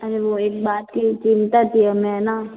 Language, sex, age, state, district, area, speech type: Hindi, female, 30-45, Rajasthan, Jodhpur, urban, conversation